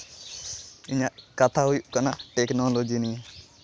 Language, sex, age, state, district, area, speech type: Santali, male, 18-30, West Bengal, Malda, rural, spontaneous